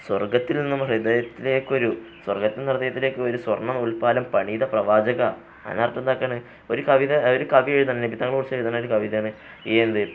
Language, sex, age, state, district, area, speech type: Malayalam, male, 18-30, Kerala, Palakkad, rural, spontaneous